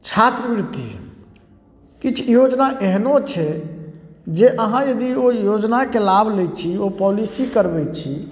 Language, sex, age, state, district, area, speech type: Maithili, male, 30-45, Bihar, Darbhanga, urban, spontaneous